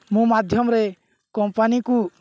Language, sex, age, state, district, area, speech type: Odia, male, 18-30, Odisha, Nuapada, rural, spontaneous